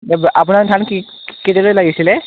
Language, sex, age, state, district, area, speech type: Assamese, male, 18-30, Assam, Majuli, urban, conversation